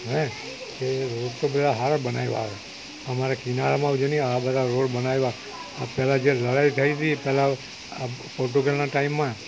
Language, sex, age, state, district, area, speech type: Gujarati, male, 60+, Gujarat, Valsad, rural, spontaneous